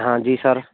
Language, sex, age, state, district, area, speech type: Hindi, male, 18-30, Rajasthan, Bharatpur, rural, conversation